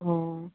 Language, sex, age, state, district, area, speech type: Manipuri, female, 60+, Manipur, Kangpokpi, urban, conversation